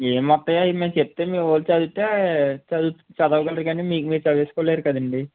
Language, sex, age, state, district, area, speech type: Telugu, male, 18-30, Andhra Pradesh, Konaseema, rural, conversation